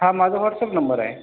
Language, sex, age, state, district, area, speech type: Marathi, male, 30-45, Maharashtra, Washim, rural, conversation